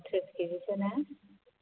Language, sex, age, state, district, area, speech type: Bodo, female, 30-45, Assam, Chirang, rural, conversation